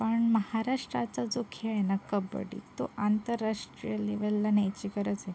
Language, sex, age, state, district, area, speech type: Marathi, female, 18-30, Maharashtra, Sindhudurg, rural, spontaneous